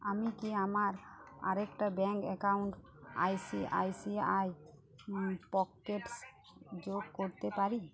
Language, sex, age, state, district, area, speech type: Bengali, female, 30-45, West Bengal, Uttar Dinajpur, urban, read